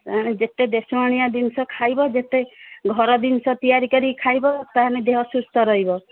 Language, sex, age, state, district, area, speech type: Odia, female, 45-60, Odisha, Angul, rural, conversation